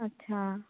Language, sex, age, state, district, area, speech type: Hindi, female, 18-30, Bihar, Samastipur, urban, conversation